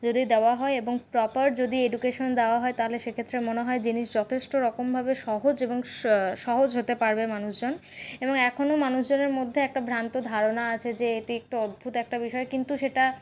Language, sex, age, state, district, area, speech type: Bengali, female, 60+, West Bengal, Paschim Bardhaman, urban, spontaneous